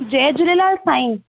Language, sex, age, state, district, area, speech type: Sindhi, female, 18-30, Rajasthan, Ajmer, urban, conversation